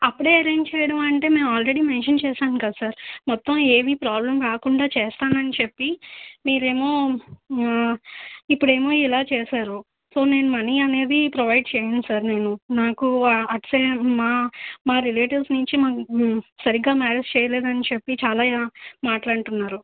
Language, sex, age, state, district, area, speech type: Telugu, female, 30-45, Andhra Pradesh, Nandyal, rural, conversation